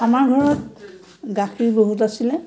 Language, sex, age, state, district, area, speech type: Assamese, female, 60+, Assam, Biswanath, rural, spontaneous